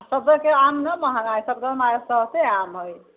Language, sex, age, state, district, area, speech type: Maithili, female, 60+, Bihar, Sitamarhi, rural, conversation